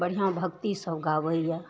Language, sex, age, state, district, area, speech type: Maithili, female, 60+, Bihar, Araria, rural, spontaneous